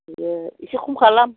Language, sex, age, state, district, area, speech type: Bodo, female, 45-60, Assam, Chirang, rural, conversation